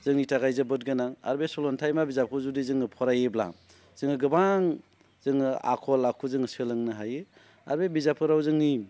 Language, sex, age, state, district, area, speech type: Bodo, male, 30-45, Assam, Baksa, rural, spontaneous